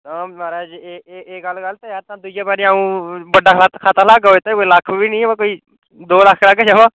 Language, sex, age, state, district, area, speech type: Dogri, male, 18-30, Jammu and Kashmir, Udhampur, urban, conversation